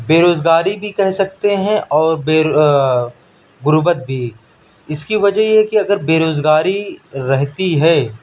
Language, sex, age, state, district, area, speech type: Urdu, male, 18-30, Delhi, South Delhi, urban, spontaneous